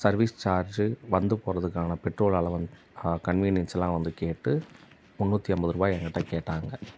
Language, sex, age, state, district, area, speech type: Tamil, male, 30-45, Tamil Nadu, Tiruvannamalai, rural, spontaneous